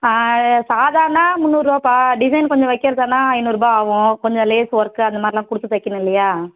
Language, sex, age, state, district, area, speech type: Tamil, female, 30-45, Tamil Nadu, Kallakurichi, rural, conversation